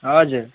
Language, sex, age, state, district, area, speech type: Nepali, male, 18-30, West Bengal, Kalimpong, rural, conversation